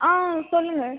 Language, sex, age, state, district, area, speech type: Tamil, female, 18-30, Tamil Nadu, Cuddalore, rural, conversation